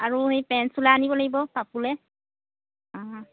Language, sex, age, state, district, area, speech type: Assamese, female, 18-30, Assam, Lakhimpur, rural, conversation